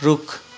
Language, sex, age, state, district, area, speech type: Nepali, male, 45-60, West Bengal, Kalimpong, rural, read